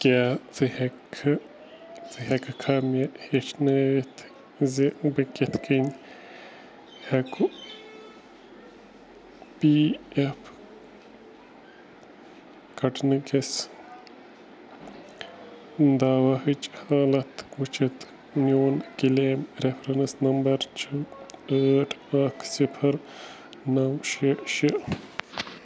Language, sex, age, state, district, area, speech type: Kashmiri, male, 30-45, Jammu and Kashmir, Bandipora, rural, read